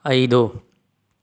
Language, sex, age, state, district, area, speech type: Kannada, male, 45-60, Karnataka, Bidar, rural, read